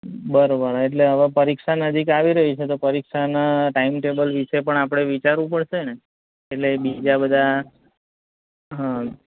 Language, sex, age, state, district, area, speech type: Gujarati, male, 30-45, Gujarat, Anand, rural, conversation